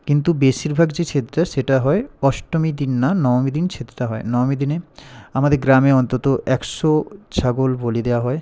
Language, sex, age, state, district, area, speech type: Bengali, male, 18-30, West Bengal, Purba Medinipur, rural, spontaneous